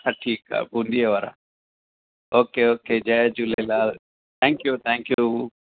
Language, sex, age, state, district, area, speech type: Sindhi, male, 60+, Maharashtra, Mumbai Suburban, urban, conversation